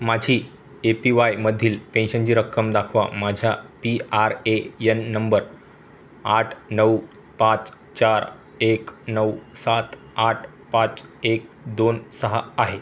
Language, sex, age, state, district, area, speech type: Marathi, male, 30-45, Maharashtra, Buldhana, urban, read